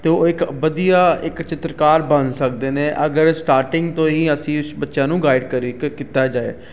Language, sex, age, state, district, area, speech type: Punjabi, male, 30-45, Punjab, Ludhiana, urban, spontaneous